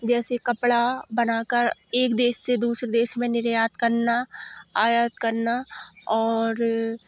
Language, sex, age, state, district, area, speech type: Hindi, female, 18-30, Madhya Pradesh, Hoshangabad, rural, spontaneous